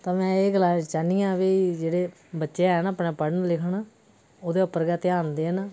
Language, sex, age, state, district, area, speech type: Dogri, female, 45-60, Jammu and Kashmir, Udhampur, urban, spontaneous